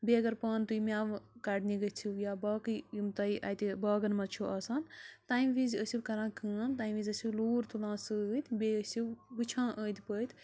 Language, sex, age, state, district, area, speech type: Kashmiri, female, 18-30, Jammu and Kashmir, Bandipora, rural, spontaneous